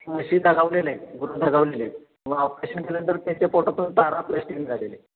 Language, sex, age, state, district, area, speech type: Marathi, male, 30-45, Maharashtra, Satara, rural, conversation